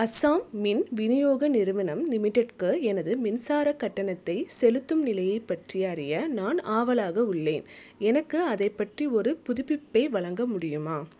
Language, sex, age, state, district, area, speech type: Tamil, female, 18-30, Tamil Nadu, Chengalpattu, urban, read